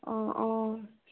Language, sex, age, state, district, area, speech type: Assamese, female, 30-45, Assam, Morigaon, rural, conversation